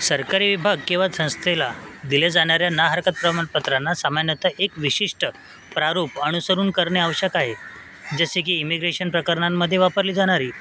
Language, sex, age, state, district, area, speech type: Marathi, male, 30-45, Maharashtra, Mumbai Suburban, urban, read